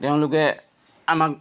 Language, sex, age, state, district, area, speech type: Assamese, male, 60+, Assam, Dhemaji, rural, spontaneous